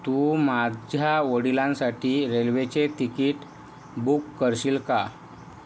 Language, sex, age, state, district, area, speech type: Marathi, male, 18-30, Maharashtra, Yavatmal, rural, read